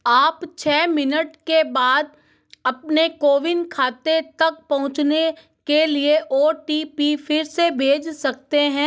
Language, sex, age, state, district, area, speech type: Hindi, female, 18-30, Rajasthan, Jodhpur, urban, read